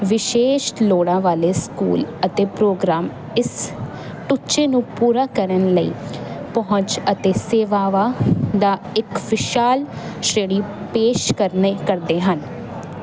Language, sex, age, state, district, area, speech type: Punjabi, female, 18-30, Punjab, Jalandhar, urban, read